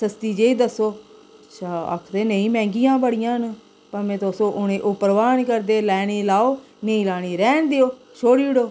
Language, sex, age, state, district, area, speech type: Dogri, female, 45-60, Jammu and Kashmir, Udhampur, rural, spontaneous